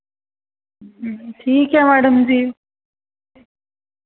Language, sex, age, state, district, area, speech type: Dogri, female, 30-45, Jammu and Kashmir, Jammu, urban, conversation